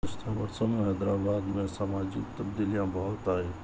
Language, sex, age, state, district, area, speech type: Urdu, male, 45-60, Telangana, Hyderabad, urban, spontaneous